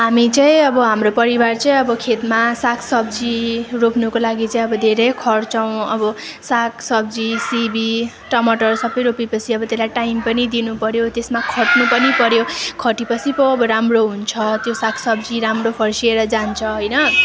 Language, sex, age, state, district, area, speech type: Nepali, female, 18-30, West Bengal, Darjeeling, rural, spontaneous